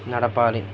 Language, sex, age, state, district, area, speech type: Telugu, male, 18-30, Andhra Pradesh, Nellore, rural, spontaneous